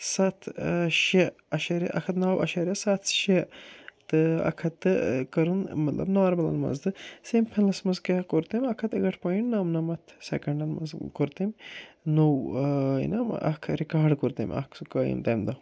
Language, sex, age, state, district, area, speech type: Kashmiri, male, 18-30, Jammu and Kashmir, Srinagar, urban, spontaneous